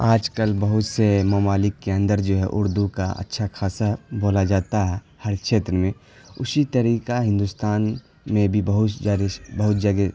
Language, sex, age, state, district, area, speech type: Urdu, male, 18-30, Bihar, Khagaria, rural, spontaneous